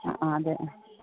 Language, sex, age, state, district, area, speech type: Malayalam, female, 30-45, Kerala, Malappuram, rural, conversation